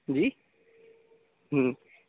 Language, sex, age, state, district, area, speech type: Urdu, male, 18-30, Uttar Pradesh, Aligarh, urban, conversation